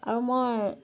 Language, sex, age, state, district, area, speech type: Assamese, female, 60+, Assam, Golaghat, rural, spontaneous